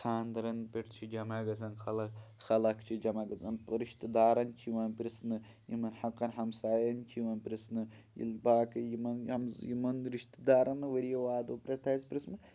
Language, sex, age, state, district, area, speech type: Kashmiri, male, 18-30, Jammu and Kashmir, Pulwama, rural, spontaneous